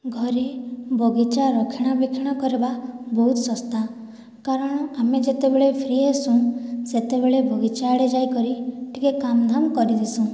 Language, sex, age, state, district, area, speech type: Odia, female, 45-60, Odisha, Boudh, rural, spontaneous